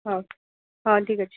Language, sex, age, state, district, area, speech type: Odia, female, 18-30, Odisha, Rayagada, rural, conversation